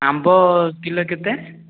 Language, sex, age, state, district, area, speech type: Odia, male, 18-30, Odisha, Jajpur, rural, conversation